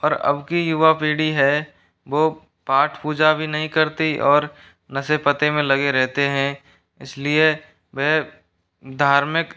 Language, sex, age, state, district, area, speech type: Hindi, male, 18-30, Rajasthan, Jodhpur, rural, spontaneous